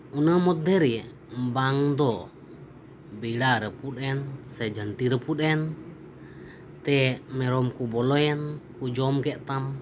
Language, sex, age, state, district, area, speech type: Santali, male, 30-45, West Bengal, Birbhum, rural, spontaneous